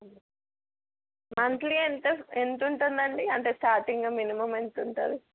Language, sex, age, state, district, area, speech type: Telugu, female, 18-30, Telangana, Peddapalli, rural, conversation